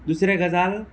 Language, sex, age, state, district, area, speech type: Goan Konkani, male, 30-45, Goa, Quepem, rural, spontaneous